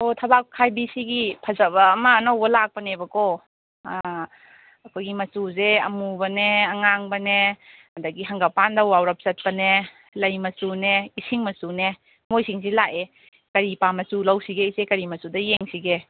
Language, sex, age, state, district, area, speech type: Manipuri, female, 18-30, Manipur, Kangpokpi, urban, conversation